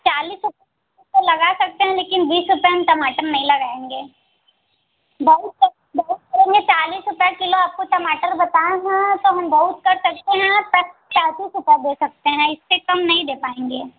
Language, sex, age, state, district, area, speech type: Hindi, female, 30-45, Uttar Pradesh, Mirzapur, rural, conversation